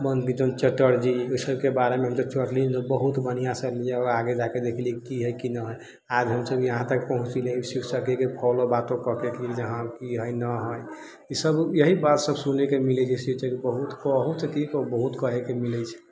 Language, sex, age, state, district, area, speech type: Maithili, male, 30-45, Bihar, Sitamarhi, urban, spontaneous